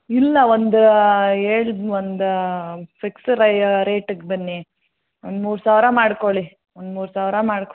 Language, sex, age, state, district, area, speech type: Kannada, female, 60+, Karnataka, Bangalore Urban, urban, conversation